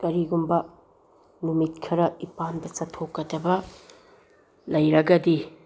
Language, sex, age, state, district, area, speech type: Manipuri, female, 60+, Manipur, Bishnupur, rural, spontaneous